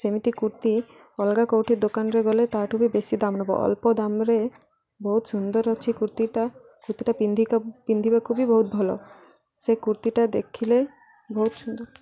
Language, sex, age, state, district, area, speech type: Odia, female, 18-30, Odisha, Malkangiri, urban, spontaneous